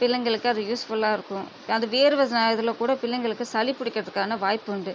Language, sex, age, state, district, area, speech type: Tamil, female, 30-45, Tamil Nadu, Tiruchirappalli, rural, spontaneous